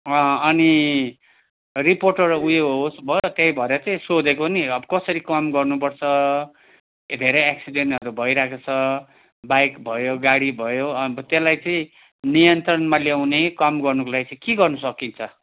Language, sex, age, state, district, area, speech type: Nepali, male, 60+, West Bengal, Kalimpong, rural, conversation